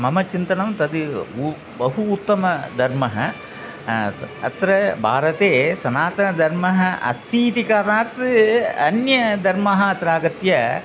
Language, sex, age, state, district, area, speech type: Sanskrit, male, 60+, Tamil Nadu, Thanjavur, urban, spontaneous